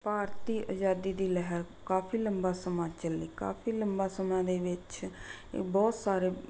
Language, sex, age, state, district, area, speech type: Punjabi, female, 30-45, Punjab, Rupnagar, rural, spontaneous